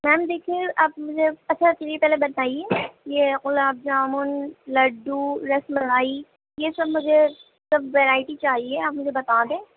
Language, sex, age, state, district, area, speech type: Urdu, female, 18-30, Uttar Pradesh, Gautam Buddha Nagar, urban, conversation